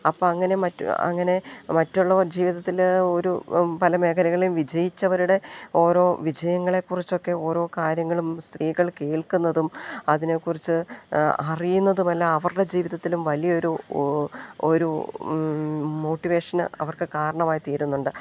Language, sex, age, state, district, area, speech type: Malayalam, female, 45-60, Kerala, Idukki, rural, spontaneous